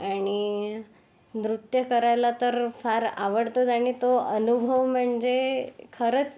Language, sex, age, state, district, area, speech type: Marathi, female, 18-30, Maharashtra, Yavatmal, urban, spontaneous